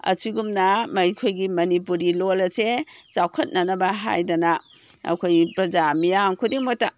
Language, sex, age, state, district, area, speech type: Manipuri, female, 60+, Manipur, Imphal East, rural, spontaneous